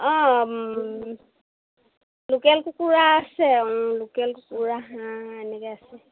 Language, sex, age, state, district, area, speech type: Assamese, female, 30-45, Assam, Sivasagar, rural, conversation